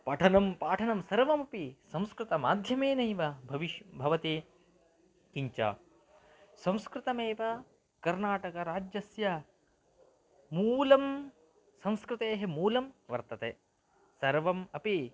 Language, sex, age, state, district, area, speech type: Sanskrit, male, 30-45, Karnataka, Uttara Kannada, rural, spontaneous